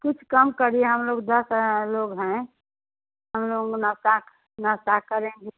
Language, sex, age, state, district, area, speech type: Hindi, female, 45-60, Uttar Pradesh, Chandauli, urban, conversation